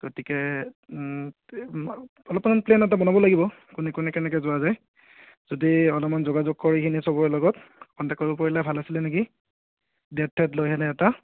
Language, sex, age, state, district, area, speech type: Assamese, male, 30-45, Assam, Goalpara, urban, conversation